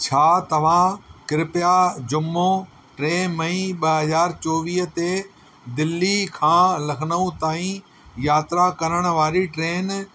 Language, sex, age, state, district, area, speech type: Sindhi, male, 45-60, Delhi, South Delhi, urban, read